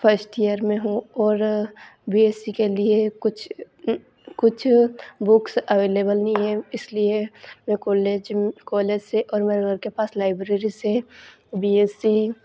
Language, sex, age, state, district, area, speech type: Hindi, female, 18-30, Madhya Pradesh, Ujjain, rural, spontaneous